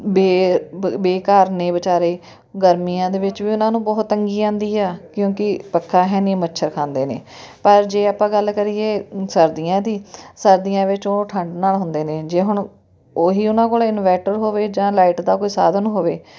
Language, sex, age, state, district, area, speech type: Punjabi, female, 30-45, Punjab, Fatehgarh Sahib, rural, spontaneous